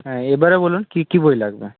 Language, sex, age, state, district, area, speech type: Bengali, male, 60+, West Bengal, Nadia, rural, conversation